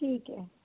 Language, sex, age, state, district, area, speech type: Dogri, female, 60+, Jammu and Kashmir, Kathua, rural, conversation